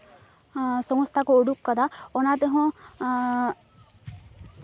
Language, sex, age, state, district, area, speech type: Santali, female, 18-30, West Bengal, Purulia, rural, spontaneous